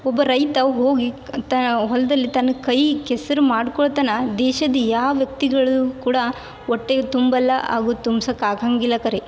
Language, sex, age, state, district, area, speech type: Kannada, female, 18-30, Karnataka, Yadgir, urban, spontaneous